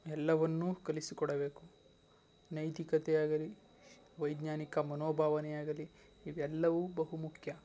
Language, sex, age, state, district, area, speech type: Kannada, male, 18-30, Karnataka, Tumkur, rural, spontaneous